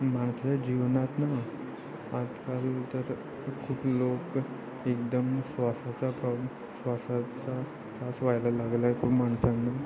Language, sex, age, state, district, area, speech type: Marathi, male, 18-30, Maharashtra, Ratnagiri, rural, spontaneous